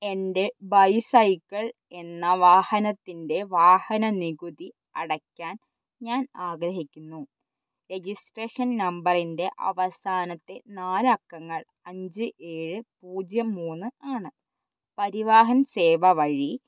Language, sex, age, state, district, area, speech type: Malayalam, female, 18-30, Kerala, Wayanad, rural, read